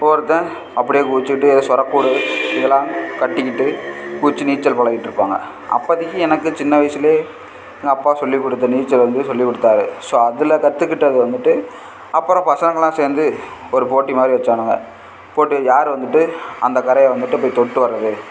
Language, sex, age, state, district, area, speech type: Tamil, male, 18-30, Tamil Nadu, Namakkal, rural, spontaneous